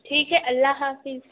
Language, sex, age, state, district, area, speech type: Urdu, female, 18-30, Telangana, Hyderabad, rural, conversation